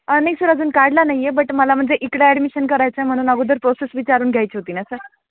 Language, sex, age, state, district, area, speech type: Marathi, female, 18-30, Maharashtra, Jalna, urban, conversation